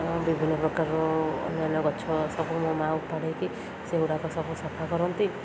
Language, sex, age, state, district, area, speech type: Odia, female, 18-30, Odisha, Ganjam, urban, spontaneous